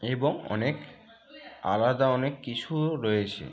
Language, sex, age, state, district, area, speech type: Bengali, male, 45-60, West Bengal, Bankura, urban, spontaneous